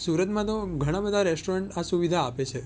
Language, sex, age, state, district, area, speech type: Gujarati, male, 18-30, Gujarat, Surat, urban, spontaneous